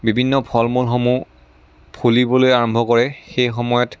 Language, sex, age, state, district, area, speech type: Assamese, male, 30-45, Assam, Lakhimpur, rural, spontaneous